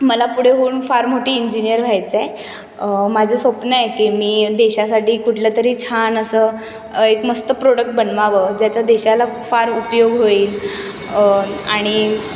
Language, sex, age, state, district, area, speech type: Marathi, female, 18-30, Maharashtra, Mumbai City, urban, spontaneous